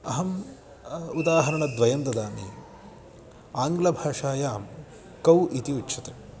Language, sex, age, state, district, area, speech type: Sanskrit, male, 30-45, Karnataka, Bangalore Urban, urban, spontaneous